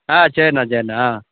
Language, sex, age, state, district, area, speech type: Tamil, male, 45-60, Tamil Nadu, Theni, rural, conversation